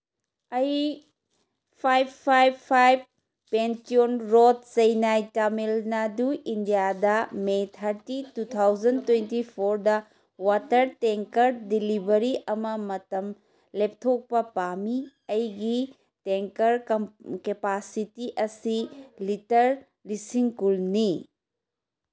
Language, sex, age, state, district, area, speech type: Manipuri, female, 45-60, Manipur, Kangpokpi, urban, read